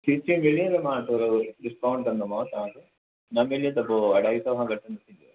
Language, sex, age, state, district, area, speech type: Sindhi, male, 60+, Maharashtra, Mumbai Suburban, urban, conversation